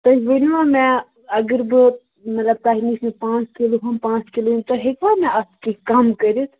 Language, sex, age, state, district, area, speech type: Kashmiri, female, 18-30, Jammu and Kashmir, Bandipora, urban, conversation